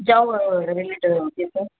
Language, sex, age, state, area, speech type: Tamil, female, 30-45, Tamil Nadu, urban, conversation